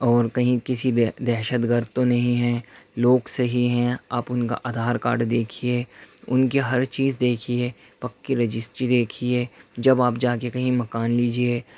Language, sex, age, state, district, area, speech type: Urdu, male, 45-60, Delhi, Central Delhi, urban, spontaneous